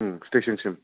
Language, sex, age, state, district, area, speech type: Bodo, male, 30-45, Assam, Kokrajhar, urban, conversation